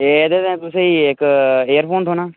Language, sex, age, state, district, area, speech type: Dogri, male, 18-30, Jammu and Kashmir, Udhampur, rural, conversation